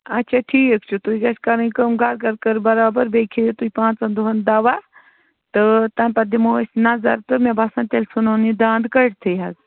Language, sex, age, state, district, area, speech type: Kashmiri, female, 45-60, Jammu and Kashmir, Bandipora, rural, conversation